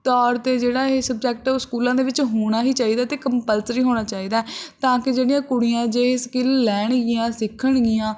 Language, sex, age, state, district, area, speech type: Punjabi, female, 18-30, Punjab, Barnala, urban, spontaneous